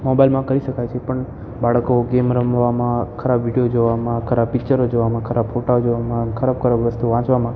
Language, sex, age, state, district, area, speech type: Gujarati, male, 18-30, Gujarat, Ahmedabad, urban, spontaneous